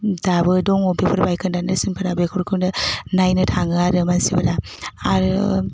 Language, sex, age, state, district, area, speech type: Bodo, female, 18-30, Assam, Udalguri, rural, spontaneous